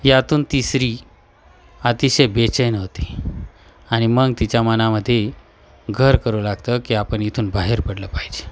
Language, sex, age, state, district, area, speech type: Marathi, male, 45-60, Maharashtra, Nashik, urban, spontaneous